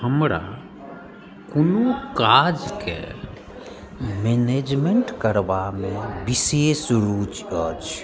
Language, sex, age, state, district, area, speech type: Maithili, male, 45-60, Bihar, Madhubani, rural, spontaneous